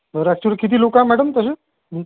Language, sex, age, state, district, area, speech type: Marathi, male, 30-45, Maharashtra, Amravati, urban, conversation